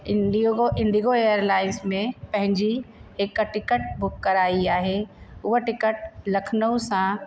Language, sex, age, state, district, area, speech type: Sindhi, female, 45-60, Uttar Pradesh, Lucknow, rural, spontaneous